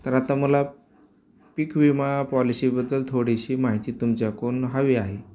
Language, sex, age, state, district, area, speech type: Marathi, male, 45-60, Maharashtra, Osmanabad, rural, spontaneous